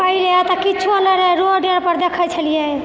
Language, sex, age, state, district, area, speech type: Maithili, female, 60+, Bihar, Purnia, urban, spontaneous